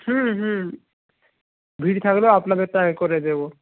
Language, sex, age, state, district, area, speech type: Bengali, male, 45-60, West Bengal, Nadia, rural, conversation